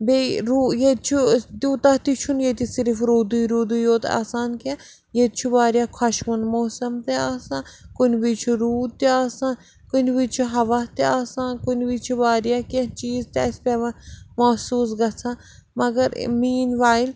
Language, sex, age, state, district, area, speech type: Kashmiri, female, 30-45, Jammu and Kashmir, Srinagar, urban, spontaneous